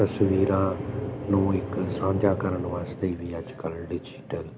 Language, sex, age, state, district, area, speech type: Punjabi, male, 45-60, Punjab, Jalandhar, urban, spontaneous